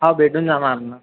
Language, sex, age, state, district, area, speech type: Marathi, male, 30-45, Maharashtra, Nagpur, rural, conversation